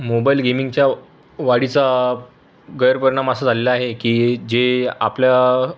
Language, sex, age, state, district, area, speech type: Marathi, male, 30-45, Maharashtra, Buldhana, urban, spontaneous